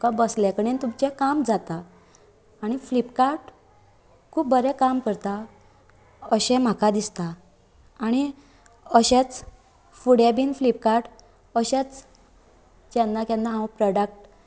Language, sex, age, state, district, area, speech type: Goan Konkani, female, 18-30, Goa, Canacona, rural, spontaneous